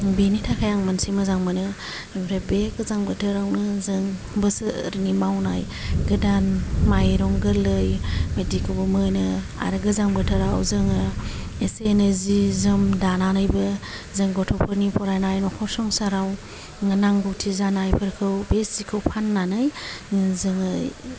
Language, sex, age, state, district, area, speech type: Bodo, female, 45-60, Assam, Kokrajhar, rural, spontaneous